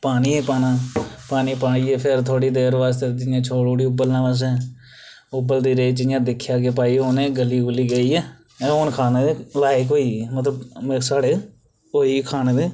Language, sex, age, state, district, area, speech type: Dogri, male, 18-30, Jammu and Kashmir, Reasi, rural, spontaneous